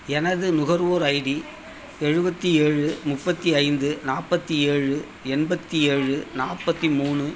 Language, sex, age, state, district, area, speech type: Tamil, male, 60+, Tamil Nadu, Thanjavur, rural, read